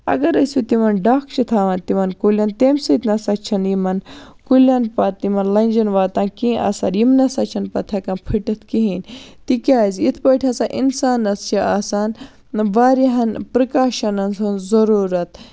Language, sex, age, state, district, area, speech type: Kashmiri, female, 45-60, Jammu and Kashmir, Baramulla, rural, spontaneous